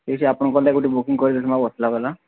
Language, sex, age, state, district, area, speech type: Odia, male, 45-60, Odisha, Nuapada, urban, conversation